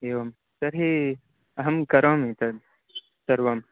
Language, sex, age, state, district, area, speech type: Sanskrit, male, 18-30, Karnataka, Chikkamagaluru, rural, conversation